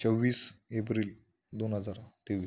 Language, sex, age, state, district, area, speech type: Marathi, male, 18-30, Maharashtra, Buldhana, rural, spontaneous